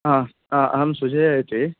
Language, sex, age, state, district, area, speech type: Sanskrit, male, 30-45, Karnataka, Uttara Kannada, urban, conversation